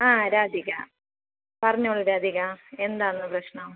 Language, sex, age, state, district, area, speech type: Malayalam, female, 30-45, Kerala, Kasaragod, rural, conversation